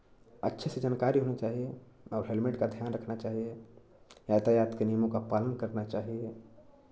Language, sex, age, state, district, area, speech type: Hindi, male, 18-30, Uttar Pradesh, Chandauli, urban, spontaneous